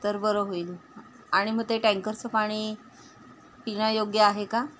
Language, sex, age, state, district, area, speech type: Marathi, female, 30-45, Maharashtra, Ratnagiri, rural, spontaneous